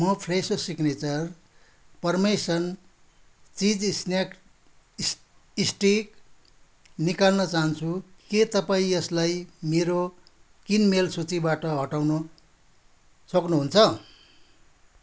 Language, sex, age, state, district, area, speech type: Nepali, male, 60+, West Bengal, Kalimpong, rural, read